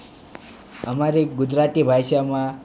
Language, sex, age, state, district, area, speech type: Gujarati, male, 18-30, Gujarat, Surat, rural, spontaneous